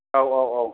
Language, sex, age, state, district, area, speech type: Bodo, male, 30-45, Assam, Kokrajhar, rural, conversation